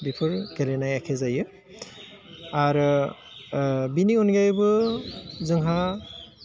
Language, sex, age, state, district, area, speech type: Bodo, male, 30-45, Assam, Udalguri, urban, spontaneous